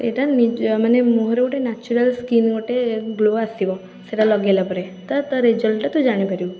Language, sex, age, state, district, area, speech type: Odia, female, 18-30, Odisha, Puri, urban, spontaneous